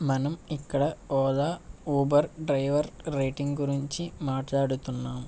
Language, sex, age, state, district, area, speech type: Telugu, male, 18-30, Andhra Pradesh, West Godavari, rural, spontaneous